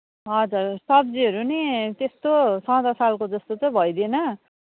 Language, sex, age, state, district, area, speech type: Nepali, female, 45-60, West Bengal, Darjeeling, rural, conversation